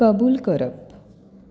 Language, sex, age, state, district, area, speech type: Goan Konkani, female, 30-45, Goa, Bardez, rural, read